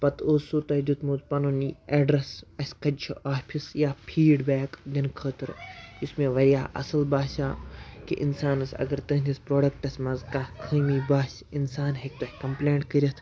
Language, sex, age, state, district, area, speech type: Kashmiri, female, 18-30, Jammu and Kashmir, Kupwara, rural, spontaneous